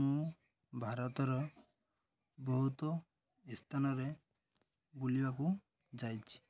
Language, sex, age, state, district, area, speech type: Odia, male, 45-60, Odisha, Malkangiri, urban, spontaneous